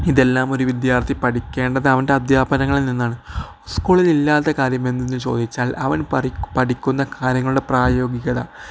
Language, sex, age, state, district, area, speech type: Malayalam, male, 18-30, Kerala, Kozhikode, rural, spontaneous